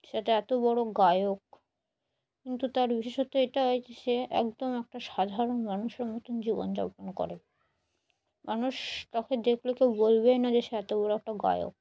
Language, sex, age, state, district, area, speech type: Bengali, female, 18-30, West Bengal, Murshidabad, urban, spontaneous